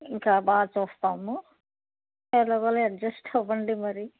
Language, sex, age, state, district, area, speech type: Telugu, female, 60+, Andhra Pradesh, Krishna, rural, conversation